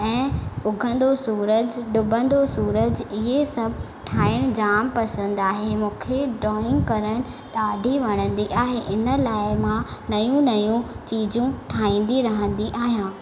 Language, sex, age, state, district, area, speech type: Sindhi, female, 18-30, Madhya Pradesh, Katni, rural, spontaneous